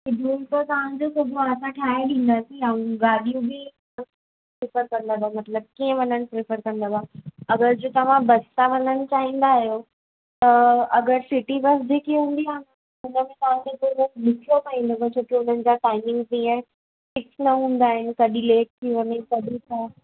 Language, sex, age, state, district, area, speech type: Sindhi, female, 18-30, Gujarat, Surat, urban, conversation